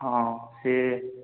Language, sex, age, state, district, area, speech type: Odia, male, 18-30, Odisha, Dhenkanal, rural, conversation